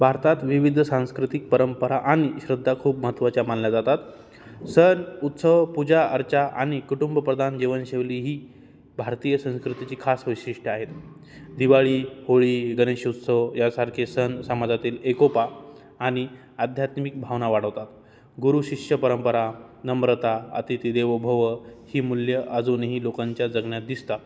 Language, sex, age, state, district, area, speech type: Marathi, male, 18-30, Maharashtra, Jalna, urban, spontaneous